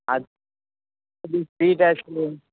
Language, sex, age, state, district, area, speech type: Bengali, male, 18-30, West Bengal, Uttar Dinajpur, rural, conversation